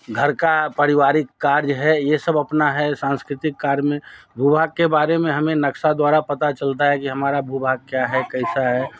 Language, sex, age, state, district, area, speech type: Hindi, male, 60+, Bihar, Darbhanga, urban, spontaneous